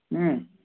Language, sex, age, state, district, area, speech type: Kannada, male, 45-60, Karnataka, Belgaum, rural, conversation